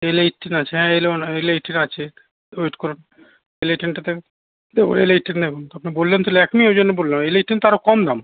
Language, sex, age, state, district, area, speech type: Bengali, male, 60+, West Bengal, Howrah, urban, conversation